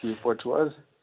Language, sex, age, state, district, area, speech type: Kashmiri, male, 18-30, Jammu and Kashmir, Pulwama, rural, conversation